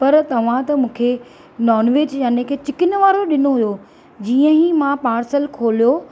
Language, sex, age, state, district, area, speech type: Sindhi, female, 30-45, Maharashtra, Thane, urban, spontaneous